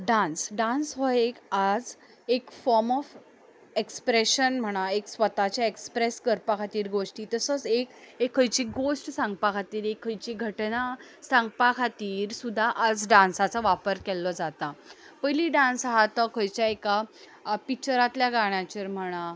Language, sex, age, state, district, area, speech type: Goan Konkani, female, 18-30, Goa, Ponda, urban, spontaneous